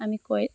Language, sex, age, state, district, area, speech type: Assamese, female, 45-60, Assam, Dibrugarh, rural, spontaneous